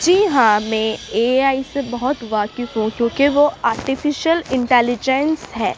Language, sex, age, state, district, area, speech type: Urdu, female, 18-30, Uttar Pradesh, Ghaziabad, urban, spontaneous